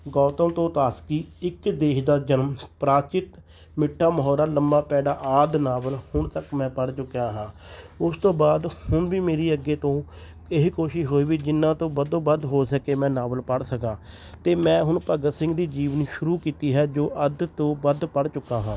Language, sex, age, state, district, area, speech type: Punjabi, male, 30-45, Punjab, Fatehgarh Sahib, rural, spontaneous